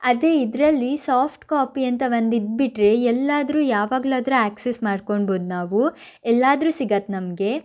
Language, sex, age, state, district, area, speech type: Kannada, female, 18-30, Karnataka, Shimoga, rural, spontaneous